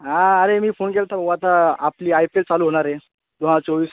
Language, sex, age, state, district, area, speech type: Marathi, male, 18-30, Maharashtra, Thane, urban, conversation